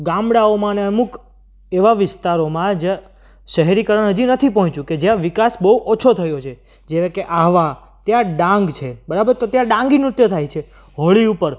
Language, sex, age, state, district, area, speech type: Gujarati, male, 18-30, Gujarat, Surat, urban, spontaneous